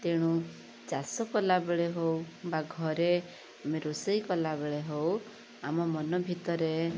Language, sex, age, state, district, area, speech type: Odia, female, 45-60, Odisha, Rayagada, rural, spontaneous